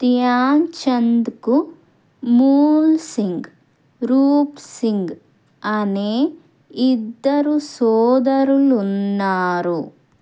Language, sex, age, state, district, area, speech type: Telugu, female, 30-45, Andhra Pradesh, Krishna, urban, read